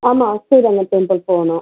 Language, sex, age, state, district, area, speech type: Tamil, female, 30-45, Tamil Nadu, Pudukkottai, urban, conversation